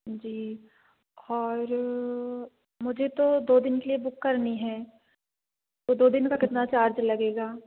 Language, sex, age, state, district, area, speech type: Hindi, female, 18-30, Madhya Pradesh, Hoshangabad, rural, conversation